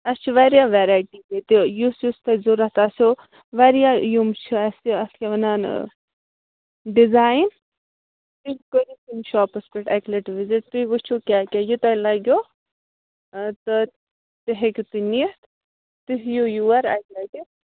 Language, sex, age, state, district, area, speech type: Kashmiri, female, 18-30, Jammu and Kashmir, Ganderbal, rural, conversation